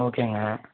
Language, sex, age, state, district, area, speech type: Tamil, male, 18-30, Tamil Nadu, Vellore, urban, conversation